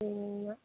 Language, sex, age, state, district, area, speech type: Kannada, female, 18-30, Karnataka, Dakshina Kannada, rural, conversation